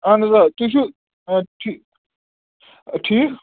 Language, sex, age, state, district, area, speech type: Kashmiri, male, 18-30, Jammu and Kashmir, Ganderbal, rural, conversation